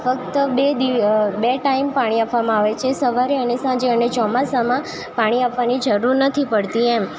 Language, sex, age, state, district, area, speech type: Gujarati, female, 18-30, Gujarat, Valsad, rural, spontaneous